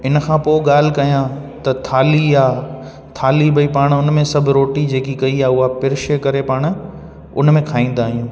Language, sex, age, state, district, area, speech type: Sindhi, male, 18-30, Gujarat, Junagadh, urban, spontaneous